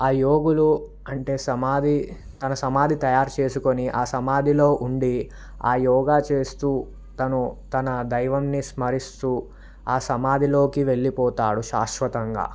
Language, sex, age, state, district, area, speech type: Telugu, male, 18-30, Telangana, Vikarabad, urban, spontaneous